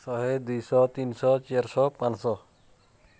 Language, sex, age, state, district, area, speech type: Odia, male, 45-60, Odisha, Nuapada, urban, spontaneous